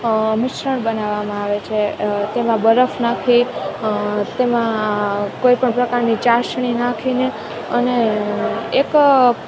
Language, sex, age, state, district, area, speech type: Gujarati, female, 18-30, Gujarat, Junagadh, rural, spontaneous